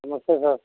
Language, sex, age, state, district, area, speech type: Hindi, male, 60+, Uttar Pradesh, Ghazipur, rural, conversation